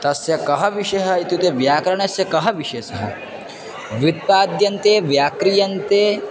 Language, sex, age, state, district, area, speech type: Sanskrit, male, 18-30, Assam, Dhemaji, rural, spontaneous